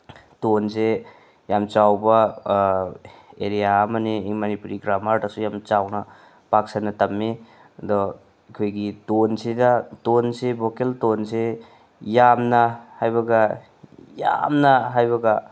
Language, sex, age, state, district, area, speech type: Manipuri, male, 30-45, Manipur, Tengnoupal, rural, spontaneous